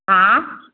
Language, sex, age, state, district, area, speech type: Maithili, female, 60+, Bihar, Madhepura, rural, conversation